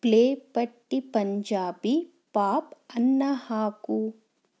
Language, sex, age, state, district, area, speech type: Kannada, female, 30-45, Karnataka, Chikkaballapur, rural, read